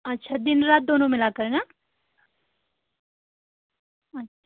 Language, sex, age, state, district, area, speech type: Hindi, female, 60+, Madhya Pradesh, Balaghat, rural, conversation